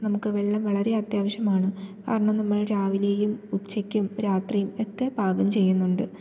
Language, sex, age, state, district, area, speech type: Malayalam, female, 18-30, Kerala, Thiruvananthapuram, rural, spontaneous